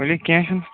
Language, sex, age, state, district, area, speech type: Kashmiri, male, 18-30, Jammu and Kashmir, Shopian, rural, conversation